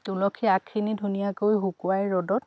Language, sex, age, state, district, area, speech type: Assamese, female, 30-45, Assam, Dhemaji, urban, spontaneous